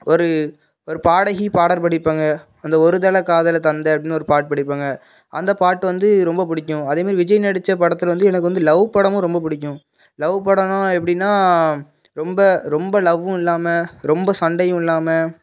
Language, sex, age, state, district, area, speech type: Tamil, male, 18-30, Tamil Nadu, Thoothukudi, urban, spontaneous